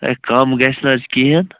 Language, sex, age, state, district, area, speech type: Kashmiri, male, 18-30, Jammu and Kashmir, Baramulla, rural, conversation